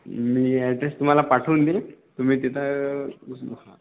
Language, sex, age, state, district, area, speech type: Marathi, male, 18-30, Maharashtra, Akola, rural, conversation